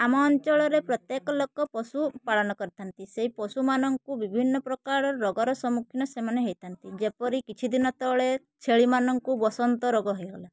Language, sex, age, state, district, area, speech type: Odia, female, 18-30, Odisha, Mayurbhanj, rural, spontaneous